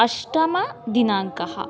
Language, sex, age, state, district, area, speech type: Sanskrit, female, 18-30, Karnataka, Shimoga, urban, spontaneous